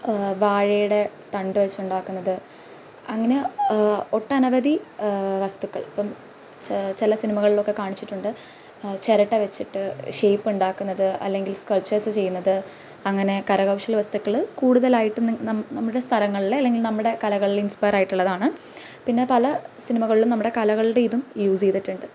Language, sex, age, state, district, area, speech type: Malayalam, female, 18-30, Kerala, Idukki, rural, spontaneous